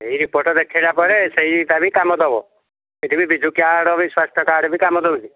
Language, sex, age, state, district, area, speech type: Odia, male, 45-60, Odisha, Angul, rural, conversation